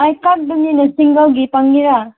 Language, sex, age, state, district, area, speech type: Manipuri, female, 18-30, Manipur, Senapati, urban, conversation